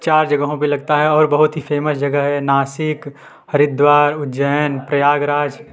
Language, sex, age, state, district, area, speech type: Hindi, male, 18-30, Uttar Pradesh, Prayagraj, urban, spontaneous